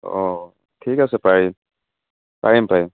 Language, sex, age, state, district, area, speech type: Assamese, male, 18-30, Assam, Dhemaji, rural, conversation